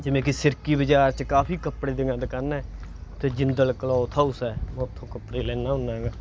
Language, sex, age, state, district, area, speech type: Punjabi, male, 30-45, Punjab, Bathinda, rural, spontaneous